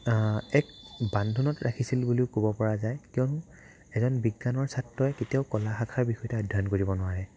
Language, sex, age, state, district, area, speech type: Assamese, male, 30-45, Assam, Morigaon, rural, spontaneous